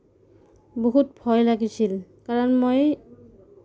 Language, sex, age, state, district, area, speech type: Assamese, female, 30-45, Assam, Kamrup Metropolitan, urban, spontaneous